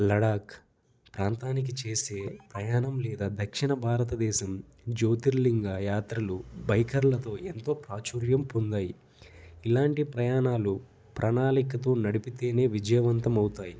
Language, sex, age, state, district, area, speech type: Telugu, male, 18-30, Andhra Pradesh, Nellore, rural, spontaneous